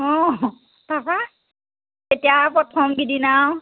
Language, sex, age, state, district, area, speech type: Assamese, female, 18-30, Assam, Majuli, urban, conversation